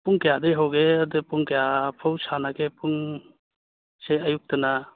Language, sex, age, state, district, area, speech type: Manipuri, male, 30-45, Manipur, Churachandpur, rural, conversation